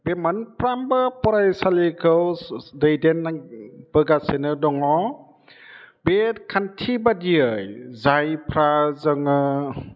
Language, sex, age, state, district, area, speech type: Bodo, male, 60+, Assam, Chirang, urban, spontaneous